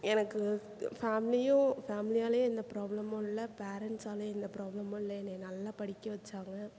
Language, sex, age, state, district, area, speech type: Tamil, female, 45-60, Tamil Nadu, Perambalur, urban, spontaneous